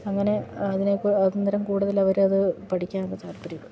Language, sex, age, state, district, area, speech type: Malayalam, female, 45-60, Kerala, Idukki, rural, spontaneous